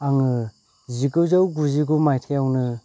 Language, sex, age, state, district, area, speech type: Bodo, male, 30-45, Assam, Kokrajhar, rural, spontaneous